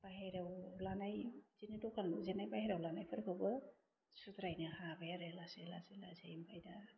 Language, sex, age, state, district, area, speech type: Bodo, female, 30-45, Assam, Chirang, urban, spontaneous